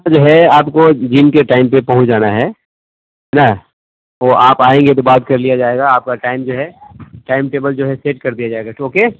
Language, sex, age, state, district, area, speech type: Urdu, male, 30-45, Bihar, East Champaran, urban, conversation